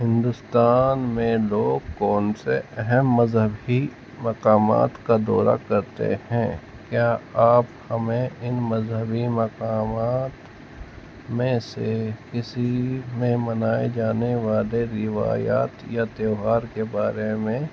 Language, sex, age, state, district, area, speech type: Urdu, male, 45-60, Uttar Pradesh, Muzaffarnagar, urban, spontaneous